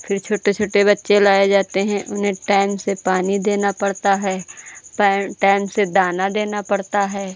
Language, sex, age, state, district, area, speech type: Hindi, female, 45-60, Uttar Pradesh, Lucknow, rural, spontaneous